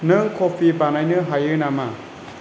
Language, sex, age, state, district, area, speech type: Bodo, male, 18-30, Assam, Chirang, urban, read